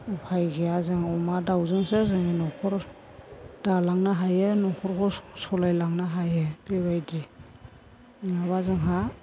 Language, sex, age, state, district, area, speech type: Bodo, female, 60+, Assam, Chirang, rural, spontaneous